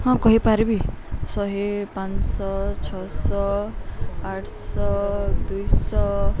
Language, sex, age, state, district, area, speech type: Odia, female, 18-30, Odisha, Subarnapur, urban, spontaneous